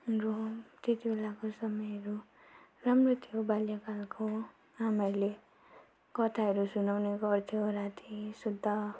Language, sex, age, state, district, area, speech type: Nepali, female, 18-30, West Bengal, Darjeeling, rural, spontaneous